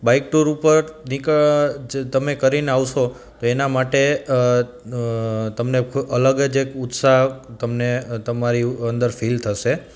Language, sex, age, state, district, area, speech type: Gujarati, male, 30-45, Gujarat, Junagadh, urban, spontaneous